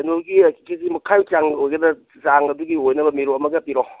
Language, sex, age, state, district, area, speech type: Manipuri, male, 60+, Manipur, Kangpokpi, urban, conversation